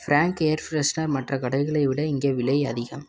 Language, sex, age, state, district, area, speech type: Tamil, male, 18-30, Tamil Nadu, Tiruppur, rural, read